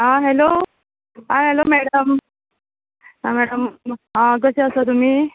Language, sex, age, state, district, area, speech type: Goan Konkani, female, 30-45, Goa, Quepem, rural, conversation